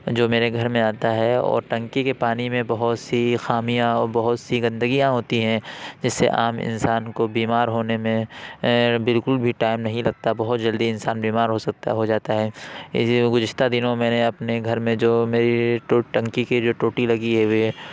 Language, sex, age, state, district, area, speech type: Urdu, male, 30-45, Uttar Pradesh, Lucknow, urban, spontaneous